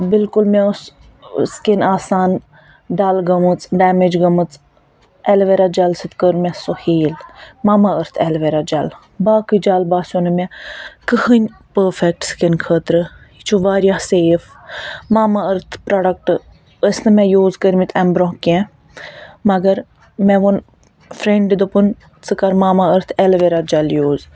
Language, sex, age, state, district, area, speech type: Kashmiri, female, 45-60, Jammu and Kashmir, Ganderbal, urban, spontaneous